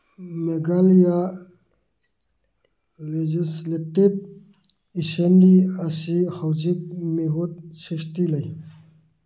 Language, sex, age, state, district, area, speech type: Manipuri, male, 60+, Manipur, Churachandpur, urban, read